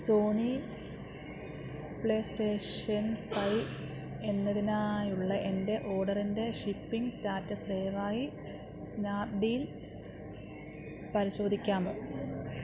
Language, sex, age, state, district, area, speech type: Malayalam, female, 30-45, Kerala, Pathanamthitta, rural, read